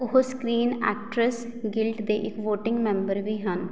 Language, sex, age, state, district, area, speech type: Punjabi, female, 18-30, Punjab, Patiala, urban, read